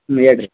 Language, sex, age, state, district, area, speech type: Kannada, male, 18-30, Karnataka, Dharwad, urban, conversation